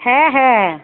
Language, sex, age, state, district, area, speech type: Bengali, female, 30-45, West Bengal, Alipurduar, rural, conversation